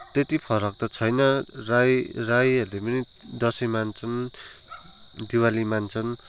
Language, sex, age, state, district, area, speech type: Nepali, male, 18-30, West Bengal, Kalimpong, rural, spontaneous